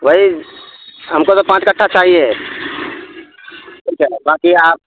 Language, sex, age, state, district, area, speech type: Urdu, male, 18-30, Bihar, Araria, rural, conversation